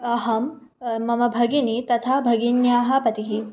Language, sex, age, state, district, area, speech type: Sanskrit, female, 18-30, Maharashtra, Mumbai Suburban, urban, spontaneous